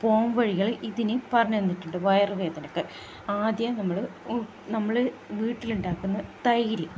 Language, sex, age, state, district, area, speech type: Malayalam, female, 30-45, Kerala, Kannur, rural, spontaneous